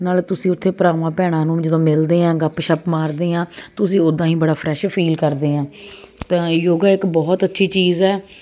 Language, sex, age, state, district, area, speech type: Punjabi, female, 30-45, Punjab, Jalandhar, urban, spontaneous